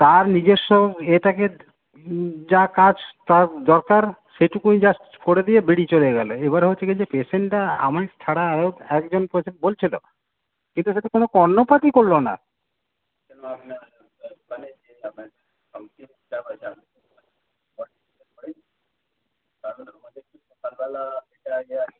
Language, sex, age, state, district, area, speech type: Bengali, male, 45-60, West Bengal, Howrah, urban, conversation